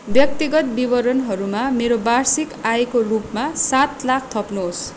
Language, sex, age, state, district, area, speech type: Nepali, female, 18-30, West Bengal, Darjeeling, rural, read